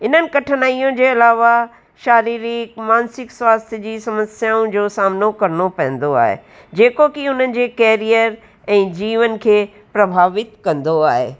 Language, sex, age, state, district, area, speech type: Sindhi, female, 60+, Uttar Pradesh, Lucknow, rural, spontaneous